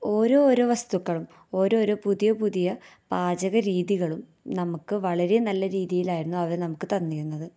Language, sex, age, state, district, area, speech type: Malayalam, female, 18-30, Kerala, Thrissur, rural, spontaneous